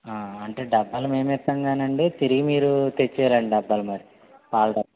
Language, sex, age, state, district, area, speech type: Telugu, male, 18-30, Andhra Pradesh, East Godavari, rural, conversation